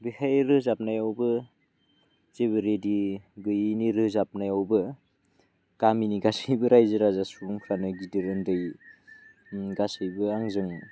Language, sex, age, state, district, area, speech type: Bodo, male, 18-30, Assam, Udalguri, rural, spontaneous